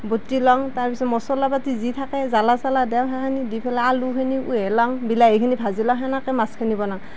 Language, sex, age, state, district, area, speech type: Assamese, female, 45-60, Assam, Nalbari, rural, spontaneous